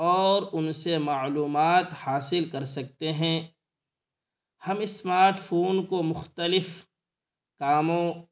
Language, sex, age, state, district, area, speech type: Urdu, male, 18-30, Bihar, Purnia, rural, spontaneous